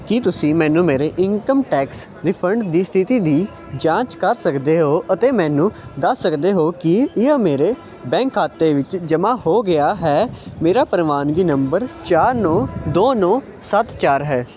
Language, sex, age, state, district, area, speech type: Punjabi, male, 18-30, Punjab, Ludhiana, urban, read